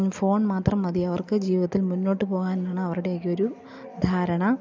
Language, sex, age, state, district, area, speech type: Malayalam, female, 30-45, Kerala, Pathanamthitta, rural, spontaneous